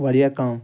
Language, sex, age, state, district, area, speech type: Kashmiri, male, 45-60, Jammu and Kashmir, Ganderbal, urban, spontaneous